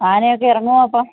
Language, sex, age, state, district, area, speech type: Malayalam, female, 45-60, Kerala, Kannur, rural, conversation